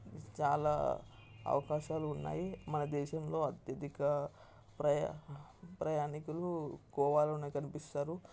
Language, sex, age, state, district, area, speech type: Telugu, male, 18-30, Telangana, Mancherial, rural, spontaneous